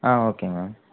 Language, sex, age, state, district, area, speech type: Tamil, female, 30-45, Tamil Nadu, Krishnagiri, rural, conversation